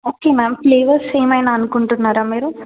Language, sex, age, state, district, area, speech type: Telugu, female, 18-30, Telangana, Ranga Reddy, urban, conversation